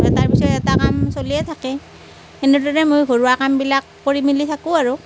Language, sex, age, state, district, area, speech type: Assamese, female, 45-60, Assam, Nalbari, rural, spontaneous